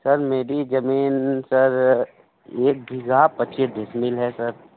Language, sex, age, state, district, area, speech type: Hindi, male, 30-45, Uttar Pradesh, Sonbhadra, rural, conversation